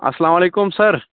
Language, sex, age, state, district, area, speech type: Kashmiri, male, 30-45, Jammu and Kashmir, Bandipora, rural, conversation